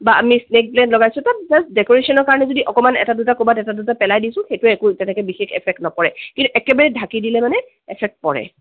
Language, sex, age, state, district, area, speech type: Assamese, female, 45-60, Assam, Tinsukia, rural, conversation